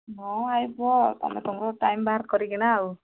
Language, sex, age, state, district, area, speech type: Odia, female, 60+, Odisha, Angul, rural, conversation